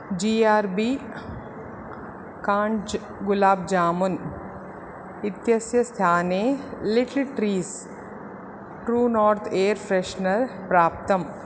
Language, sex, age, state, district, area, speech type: Sanskrit, female, 30-45, Karnataka, Dakshina Kannada, urban, read